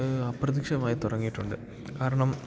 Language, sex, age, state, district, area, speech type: Malayalam, male, 18-30, Kerala, Idukki, rural, spontaneous